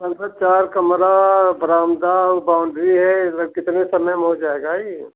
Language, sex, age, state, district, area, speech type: Hindi, male, 60+, Uttar Pradesh, Jaunpur, rural, conversation